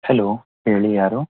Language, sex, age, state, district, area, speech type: Kannada, male, 18-30, Karnataka, Davanagere, rural, conversation